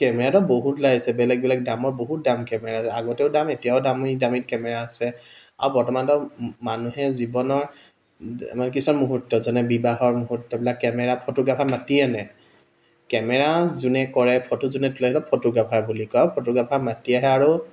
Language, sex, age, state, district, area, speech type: Assamese, male, 30-45, Assam, Dibrugarh, urban, spontaneous